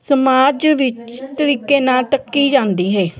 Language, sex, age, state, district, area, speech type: Punjabi, female, 30-45, Punjab, Jalandhar, urban, spontaneous